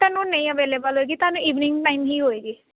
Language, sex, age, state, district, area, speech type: Punjabi, female, 30-45, Punjab, Jalandhar, rural, conversation